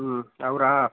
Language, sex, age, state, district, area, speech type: Tamil, male, 18-30, Tamil Nadu, Thanjavur, rural, conversation